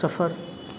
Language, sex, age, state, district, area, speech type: Urdu, male, 30-45, Uttar Pradesh, Aligarh, rural, read